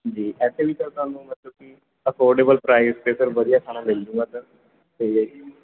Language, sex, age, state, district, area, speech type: Punjabi, male, 18-30, Punjab, Kapurthala, rural, conversation